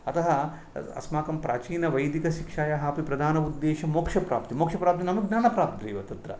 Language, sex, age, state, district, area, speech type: Sanskrit, male, 30-45, Telangana, Nizamabad, urban, spontaneous